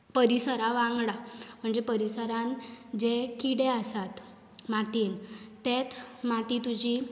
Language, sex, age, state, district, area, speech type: Goan Konkani, female, 18-30, Goa, Bardez, urban, spontaneous